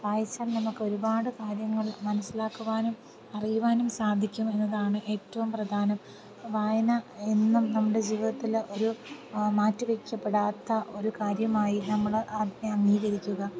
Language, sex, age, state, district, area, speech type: Malayalam, female, 30-45, Kerala, Thiruvananthapuram, rural, spontaneous